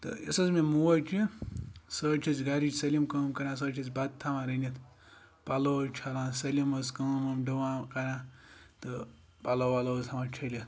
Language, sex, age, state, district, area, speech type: Kashmiri, male, 18-30, Jammu and Kashmir, Ganderbal, rural, spontaneous